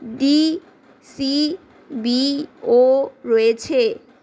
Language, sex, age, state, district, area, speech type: Bengali, female, 60+, West Bengal, Purulia, urban, read